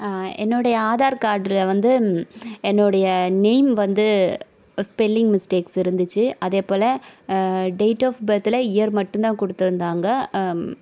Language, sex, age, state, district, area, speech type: Tamil, female, 18-30, Tamil Nadu, Sivaganga, rural, spontaneous